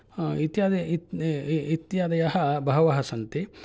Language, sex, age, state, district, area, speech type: Sanskrit, male, 45-60, Karnataka, Mysore, urban, spontaneous